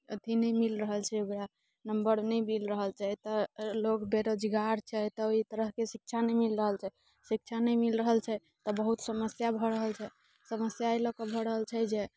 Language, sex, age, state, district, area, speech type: Maithili, female, 18-30, Bihar, Muzaffarpur, urban, spontaneous